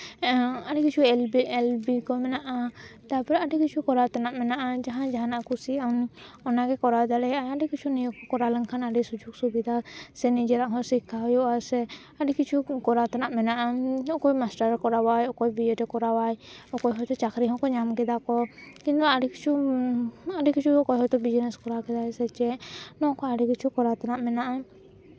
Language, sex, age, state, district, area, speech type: Santali, female, 18-30, West Bengal, Jhargram, rural, spontaneous